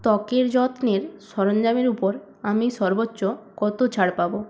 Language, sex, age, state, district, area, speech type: Bengali, female, 18-30, West Bengal, Purba Medinipur, rural, read